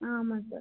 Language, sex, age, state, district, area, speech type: Tamil, female, 30-45, Tamil Nadu, Cuddalore, rural, conversation